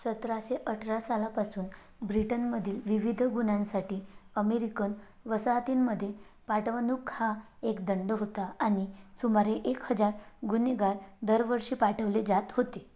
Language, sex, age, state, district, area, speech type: Marathi, female, 18-30, Maharashtra, Bhandara, rural, read